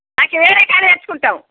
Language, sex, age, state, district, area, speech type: Telugu, female, 60+, Telangana, Jagtial, rural, conversation